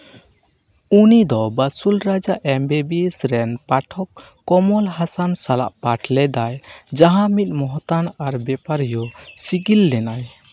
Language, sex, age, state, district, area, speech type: Santali, male, 18-30, West Bengal, Uttar Dinajpur, rural, read